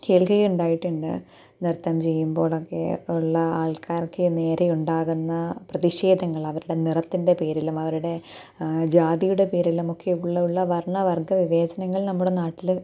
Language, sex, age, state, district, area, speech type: Malayalam, female, 18-30, Kerala, Pathanamthitta, rural, spontaneous